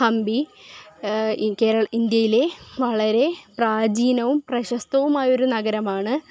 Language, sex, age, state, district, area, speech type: Malayalam, female, 18-30, Kerala, Kollam, rural, spontaneous